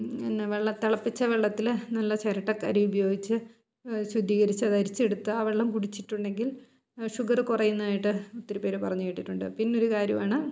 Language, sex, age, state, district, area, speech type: Malayalam, female, 30-45, Kerala, Idukki, rural, spontaneous